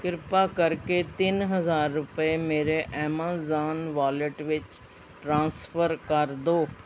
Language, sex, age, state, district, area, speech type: Punjabi, female, 60+, Punjab, Mohali, urban, read